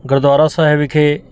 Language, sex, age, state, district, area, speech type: Punjabi, male, 45-60, Punjab, Mohali, urban, spontaneous